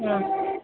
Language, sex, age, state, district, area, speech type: Odia, female, 60+, Odisha, Gajapati, rural, conversation